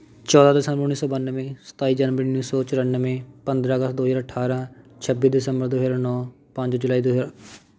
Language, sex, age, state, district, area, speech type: Punjabi, male, 30-45, Punjab, Patiala, urban, spontaneous